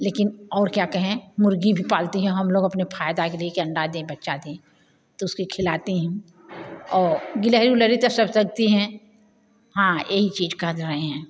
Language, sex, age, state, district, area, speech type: Hindi, female, 60+, Uttar Pradesh, Bhadohi, rural, spontaneous